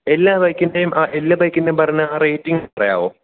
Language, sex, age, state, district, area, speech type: Malayalam, male, 18-30, Kerala, Idukki, rural, conversation